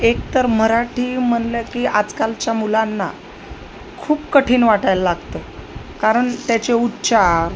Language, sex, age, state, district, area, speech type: Marathi, female, 30-45, Maharashtra, Osmanabad, rural, spontaneous